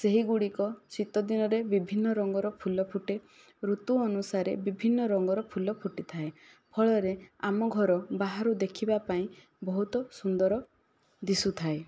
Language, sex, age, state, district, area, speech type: Odia, female, 18-30, Odisha, Kandhamal, rural, spontaneous